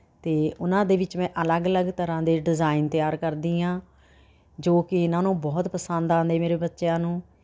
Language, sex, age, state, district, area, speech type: Punjabi, female, 60+, Punjab, Rupnagar, urban, spontaneous